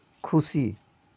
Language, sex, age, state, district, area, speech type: Santali, male, 30-45, West Bengal, Malda, rural, read